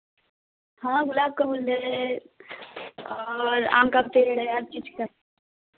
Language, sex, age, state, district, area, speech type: Hindi, female, 18-30, Uttar Pradesh, Ghazipur, urban, conversation